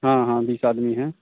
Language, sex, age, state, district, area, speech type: Hindi, male, 18-30, Bihar, Begusarai, rural, conversation